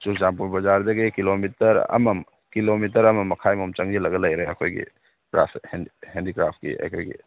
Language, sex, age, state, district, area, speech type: Manipuri, male, 45-60, Manipur, Churachandpur, rural, conversation